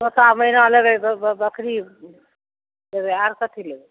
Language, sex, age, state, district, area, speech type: Maithili, female, 60+, Bihar, Begusarai, urban, conversation